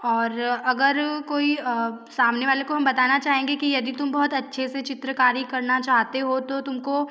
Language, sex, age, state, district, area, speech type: Hindi, female, 30-45, Madhya Pradesh, Betul, rural, spontaneous